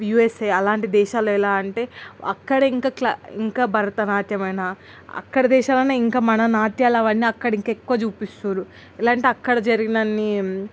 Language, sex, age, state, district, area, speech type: Telugu, female, 18-30, Telangana, Nalgonda, urban, spontaneous